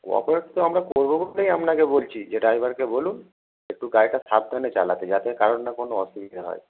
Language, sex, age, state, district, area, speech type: Bengali, male, 30-45, West Bengal, Howrah, urban, conversation